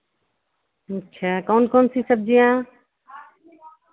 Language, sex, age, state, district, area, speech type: Hindi, female, 60+, Uttar Pradesh, Sitapur, rural, conversation